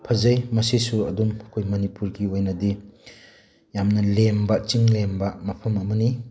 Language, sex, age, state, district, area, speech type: Manipuri, male, 30-45, Manipur, Tengnoupal, urban, spontaneous